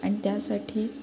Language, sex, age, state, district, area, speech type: Marathi, female, 18-30, Maharashtra, Ratnagiri, rural, spontaneous